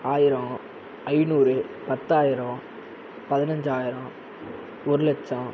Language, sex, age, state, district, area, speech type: Tamil, male, 30-45, Tamil Nadu, Sivaganga, rural, spontaneous